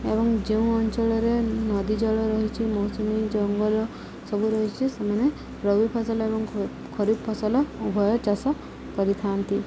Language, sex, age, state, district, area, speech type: Odia, female, 30-45, Odisha, Subarnapur, urban, spontaneous